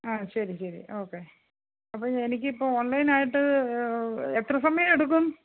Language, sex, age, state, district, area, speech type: Malayalam, female, 45-60, Kerala, Thiruvananthapuram, urban, conversation